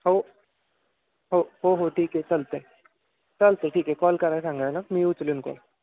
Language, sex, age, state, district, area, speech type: Marathi, male, 18-30, Maharashtra, Satara, urban, conversation